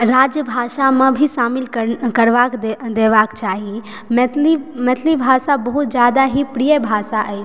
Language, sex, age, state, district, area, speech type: Maithili, female, 18-30, Bihar, Supaul, rural, spontaneous